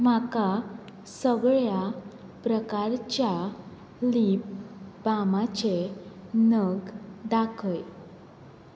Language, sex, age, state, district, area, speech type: Goan Konkani, female, 18-30, Goa, Quepem, rural, read